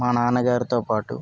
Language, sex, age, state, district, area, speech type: Telugu, male, 60+, Andhra Pradesh, Vizianagaram, rural, spontaneous